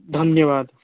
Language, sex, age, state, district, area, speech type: Sanskrit, male, 18-30, Odisha, Puri, rural, conversation